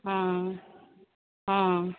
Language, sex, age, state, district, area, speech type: Odia, female, 45-60, Odisha, Angul, rural, conversation